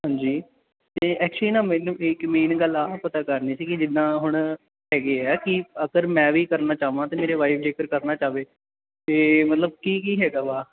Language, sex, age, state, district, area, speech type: Punjabi, male, 18-30, Punjab, Bathinda, urban, conversation